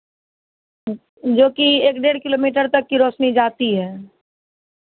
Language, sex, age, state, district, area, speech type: Hindi, female, 30-45, Bihar, Madhepura, rural, conversation